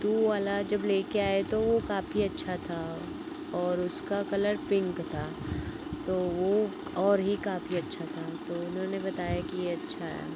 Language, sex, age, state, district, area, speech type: Hindi, female, 18-30, Uttar Pradesh, Pratapgarh, rural, spontaneous